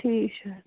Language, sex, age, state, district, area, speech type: Kashmiri, female, 45-60, Jammu and Kashmir, Baramulla, urban, conversation